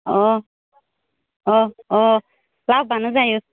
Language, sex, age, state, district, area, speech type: Bodo, female, 30-45, Assam, Udalguri, urban, conversation